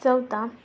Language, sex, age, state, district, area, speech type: Marathi, female, 18-30, Maharashtra, Amravati, urban, spontaneous